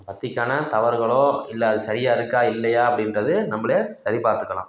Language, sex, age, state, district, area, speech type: Tamil, male, 30-45, Tamil Nadu, Salem, urban, spontaneous